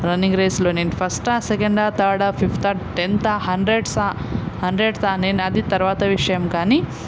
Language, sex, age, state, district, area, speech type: Telugu, female, 18-30, Andhra Pradesh, Nandyal, rural, spontaneous